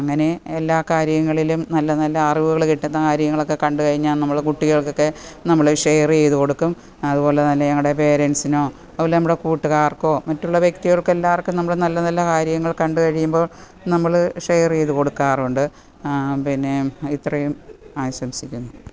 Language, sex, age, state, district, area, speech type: Malayalam, female, 45-60, Kerala, Kottayam, urban, spontaneous